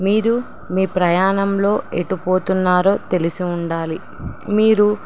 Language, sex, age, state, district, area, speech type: Telugu, female, 18-30, Telangana, Nizamabad, urban, spontaneous